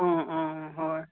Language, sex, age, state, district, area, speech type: Assamese, female, 60+, Assam, Tinsukia, rural, conversation